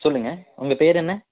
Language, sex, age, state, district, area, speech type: Tamil, male, 30-45, Tamil Nadu, Erode, rural, conversation